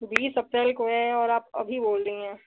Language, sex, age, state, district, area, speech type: Hindi, female, 18-30, Uttar Pradesh, Chandauli, rural, conversation